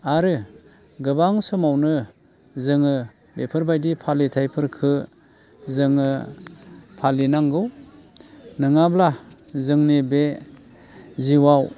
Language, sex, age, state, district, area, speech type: Bodo, male, 60+, Assam, Baksa, urban, spontaneous